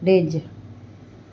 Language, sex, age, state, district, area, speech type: Sindhi, female, 45-60, Gujarat, Kutch, urban, spontaneous